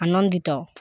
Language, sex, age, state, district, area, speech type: Odia, female, 18-30, Odisha, Balangir, urban, read